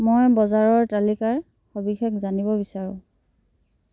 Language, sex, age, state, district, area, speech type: Assamese, female, 60+, Assam, Dhemaji, rural, read